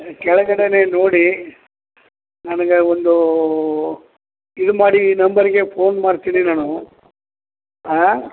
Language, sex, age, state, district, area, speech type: Kannada, male, 60+, Karnataka, Chamarajanagar, rural, conversation